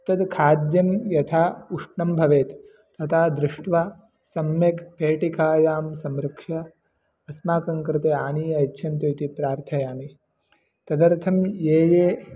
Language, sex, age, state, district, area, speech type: Sanskrit, male, 18-30, Karnataka, Mandya, rural, spontaneous